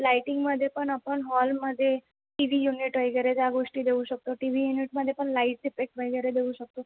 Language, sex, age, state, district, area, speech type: Marathi, female, 30-45, Maharashtra, Mumbai Suburban, urban, conversation